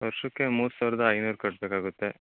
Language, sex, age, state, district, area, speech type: Kannada, male, 60+, Karnataka, Bangalore Rural, rural, conversation